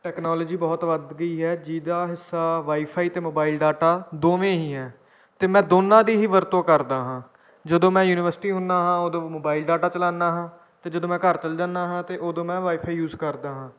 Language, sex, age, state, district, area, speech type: Punjabi, male, 18-30, Punjab, Kapurthala, rural, spontaneous